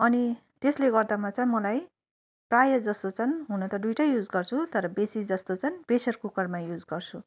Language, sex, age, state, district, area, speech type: Nepali, female, 30-45, West Bengal, Darjeeling, rural, spontaneous